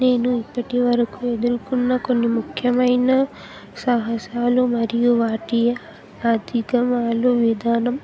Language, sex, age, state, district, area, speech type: Telugu, female, 18-30, Telangana, Jayashankar, urban, spontaneous